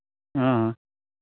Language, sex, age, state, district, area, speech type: Hindi, male, 45-60, Uttar Pradesh, Hardoi, rural, conversation